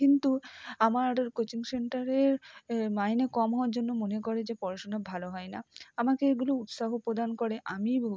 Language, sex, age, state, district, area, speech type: Bengali, female, 60+, West Bengal, Purba Bardhaman, urban, spontaneous